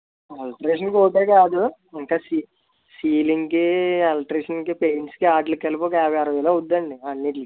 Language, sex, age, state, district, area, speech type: Telugu, male, 30-45, Andhra Pradesh, East Godavari, rural, conversation